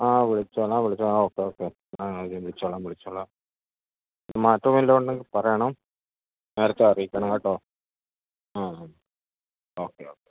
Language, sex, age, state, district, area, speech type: Malayalam, male, 45-60, Kerala, Idukki, rural, conversation